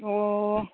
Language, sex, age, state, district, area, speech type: Assamese, female, 45-60, Assam, Charaideo, urban, conversation